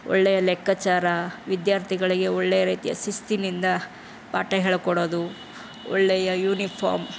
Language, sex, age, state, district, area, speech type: Kannada, female, 30-45, Karnataka, Chamarajanagar, rural, spontaneous